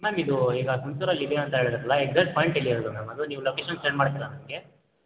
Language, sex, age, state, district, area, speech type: Kannada, male, 18-30, Karnataka, Mysore, urban, conversation